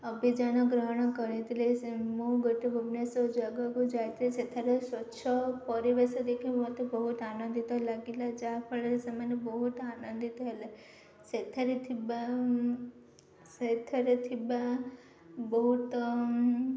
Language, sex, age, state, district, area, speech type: Odia, female, 18-30, Odisha, Ganjam, urban, spontaneous